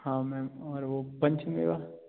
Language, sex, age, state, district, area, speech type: Hindi, male, 30-45, Rajasthan, Jodhpur, urban, conversation